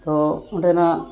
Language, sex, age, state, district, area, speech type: Santali, male, 30-45, West Bengal, Dakshin Dinajpur, rural, spontaneous